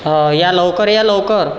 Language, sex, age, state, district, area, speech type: Marathi, male, 18-30, Maharashtra, Nagpur, urban, spontaneous